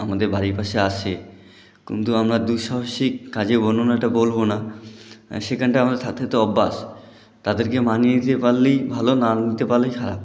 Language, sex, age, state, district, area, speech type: Bengali, male, 18-30, West Bengal, Jalpaiguri, rural, spontaneous